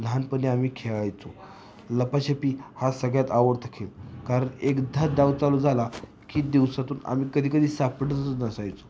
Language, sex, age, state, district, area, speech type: Marathi, male, 18-30, Maharashtra, Satara, urban, spontaneous